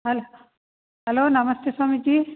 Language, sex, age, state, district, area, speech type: Kannada, female, 30-45, Karnataka, Chitradurga, urban, conversation